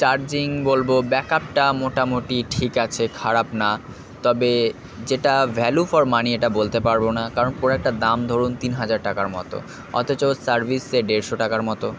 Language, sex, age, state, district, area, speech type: Bengali, male, 45-60, West Bengal, Purba Bardhaman, urban, spontaneous